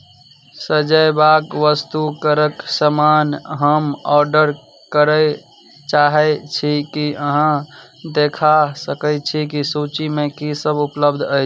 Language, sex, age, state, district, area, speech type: Maithili, male, 18-30, Bihar, Madhubani, rural, read